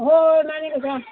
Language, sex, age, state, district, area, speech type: Manipuri, female, 45-60, Manipur, Kangpokpi, urban, conversation